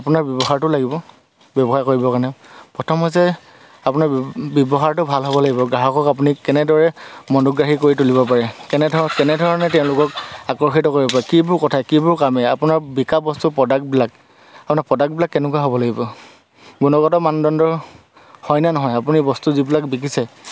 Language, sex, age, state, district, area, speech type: Assamese, male, 30-45, Assam, Dhemaji, rural, spontaneous